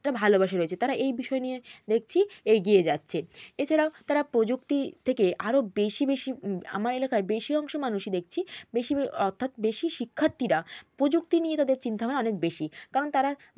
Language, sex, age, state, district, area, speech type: Bengali, female, 18-30, West Bengal, Jalpaiguri, rural, spontaneous